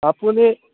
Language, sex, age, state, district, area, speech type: Assamese, male, 18-30, Assam, Udalguri, rural, conversation